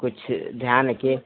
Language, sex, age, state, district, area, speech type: Hindi, male, 30-45, Uttar Pradesh, Lucknow, rural, conversation